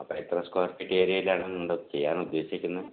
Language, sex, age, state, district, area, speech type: Malayalam, male, 60+, Kerala, Palakkad, rural, conversation